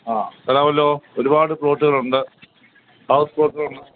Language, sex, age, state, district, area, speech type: Malayalam, male, 60+, Kerala, Kottayam, rural, conversation